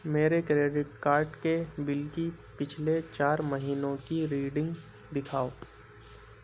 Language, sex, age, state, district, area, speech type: Urdu, male, 18-30, Uttar Pradesh, Rampur, urban, read